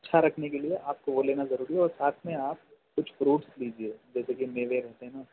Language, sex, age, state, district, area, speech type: Urdu, male, 18-30, Telangana, Hyderabad, urban, conversation